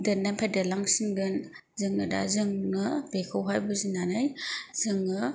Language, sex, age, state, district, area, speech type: Bodo, female, 45-60, Assam, Kokrajhar, rural, spontaneous